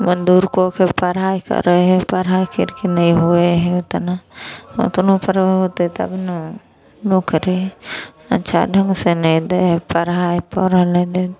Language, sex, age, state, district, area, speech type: Maithili, female, 18-30, Bihar, Samastipur, rural, spontaneous